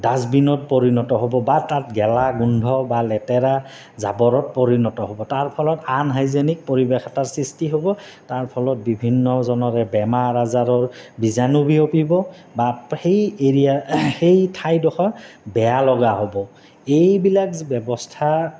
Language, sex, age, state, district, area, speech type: Assamese, male, 30-45, Assam, Goalpara, urban, spontaneous